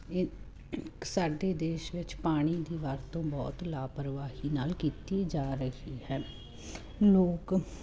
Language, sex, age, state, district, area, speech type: Punjabi, female, 30-45, Punjab, Muktsar, urban, spontaneous